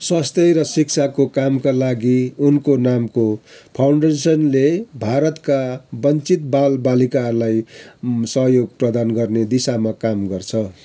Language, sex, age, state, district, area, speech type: Nepali, male, 60+, West Bengal, Kalimpong, rural, read